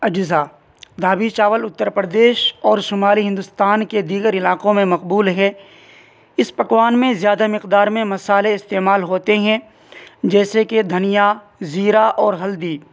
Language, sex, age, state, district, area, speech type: Urdu, male, 18-30, Uttar Pradesh, Saharanpur, urban, spontaneous